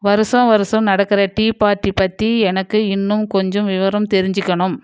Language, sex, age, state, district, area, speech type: Tamil, female, 45-60, Tamil Nadu, Dharmapuri, rural, read